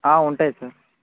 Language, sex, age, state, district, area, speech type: Telugu, male, 18-30, Telangana, Vikarabad, urban, conversation